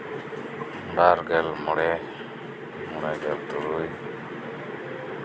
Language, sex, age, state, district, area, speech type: Santali, male, 45-60, West Bengal, Birbhum, rural, spontaneous